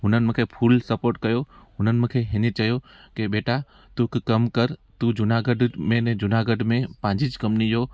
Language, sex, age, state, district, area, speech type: Sindhi, male, 30-45, Gujarat, Junagadh, rural, spontaneous